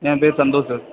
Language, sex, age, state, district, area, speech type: Tamil, male, 18-30, Tamil Nadu, Nagapattinam, rural, conversation